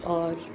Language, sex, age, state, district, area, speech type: Sindhi, female, 60+, Uttar Pradesh, Lucknow, urban, spontaneous